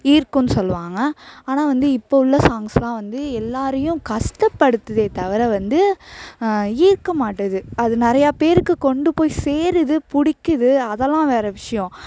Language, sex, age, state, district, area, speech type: Tamil, female, 18-30, Tamil Nadu, Thanjavur, urban, spontaneous